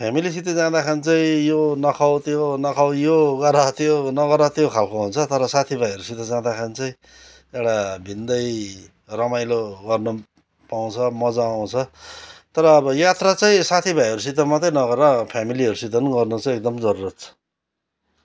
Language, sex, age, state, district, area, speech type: Nepali, male, 45-60, West Bengal, Kalimpong, rural, spontaneous